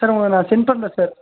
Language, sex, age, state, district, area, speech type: Tamil, male, 18-30, Tamil Nadu, Tiruvannamalai, rural, conversation